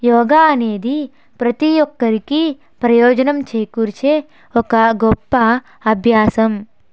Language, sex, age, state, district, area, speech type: Telugu, female, 18-30, Andhra Pradesh, Konaseema, rural, spontaneous